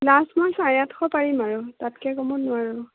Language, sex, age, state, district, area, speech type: Assamese, female, 18-30, Assam, Sonitpur, urban, conversation